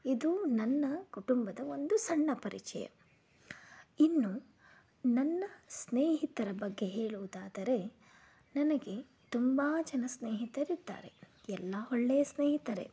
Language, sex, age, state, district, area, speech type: Kannada, female, 30-45, Karnataka, Shimoga, rural, spontaneous